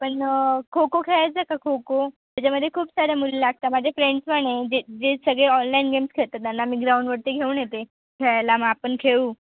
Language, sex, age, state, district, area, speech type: Marathi, female, 18-30, Maharashtra, Nashik, urban, conversation